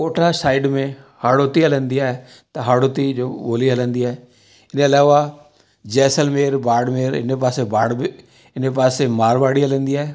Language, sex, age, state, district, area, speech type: Sindhi, male, 60+, Rajasthan, Ajmer, urban, spontaneous